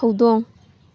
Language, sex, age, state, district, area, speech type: Manipuri, female, 18-30, Manipur, Thoubal, rural, read